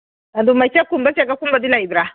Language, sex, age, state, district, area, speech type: Manipuri, female, 60+, Manipur, Churachandpur, urban, conversation